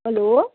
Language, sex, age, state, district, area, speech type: Nepali, female, 60+, West Bengal, Kalimpong, rural, conversation